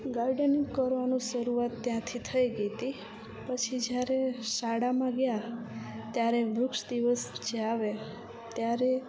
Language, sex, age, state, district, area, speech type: Gujarati, female, 18-30, Gujarat, Kutch, rural, spontaneous